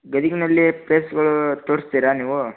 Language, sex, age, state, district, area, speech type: Kannada, male, 18-30, Karnataka, Gadag, rural, conversation